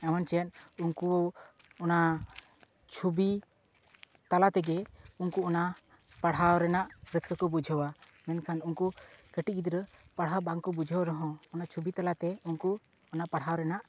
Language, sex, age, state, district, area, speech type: Santali, male, 18-30, West Bengal, Purba Bardhaman, rural, spontaneous